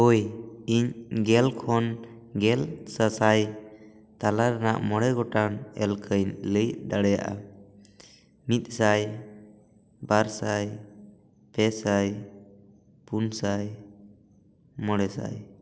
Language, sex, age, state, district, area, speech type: Santali, male, 18-30, West Bengal, Bankura, rural, spontaneous